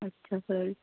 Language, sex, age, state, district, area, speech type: Punjabi, female, 30-45, Punjab, Ludhiana, rural, conversation